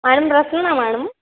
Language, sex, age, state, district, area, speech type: Telugu, female, 30-45, Andhra Pradesh, Nandyal, rural, conversation